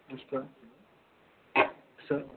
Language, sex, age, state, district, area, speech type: Dogri, male, 30-45, Jammu and Kashmir, Reasi, urban, conversation